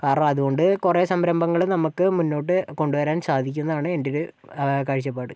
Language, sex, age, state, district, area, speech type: Malayalam, male, 18-30, Kerala, Kozhikode, urban, spontaneous